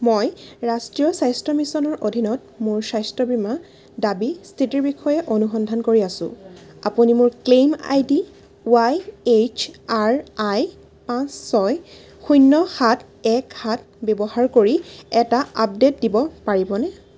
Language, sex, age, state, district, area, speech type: Assamese, female, 18-30, Assam, Golaghat, urban, read